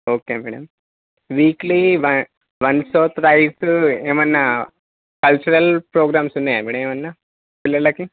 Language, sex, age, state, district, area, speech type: Telugu, male, 30-45, Andhra Pradesh, Srikakulam, urban, conversation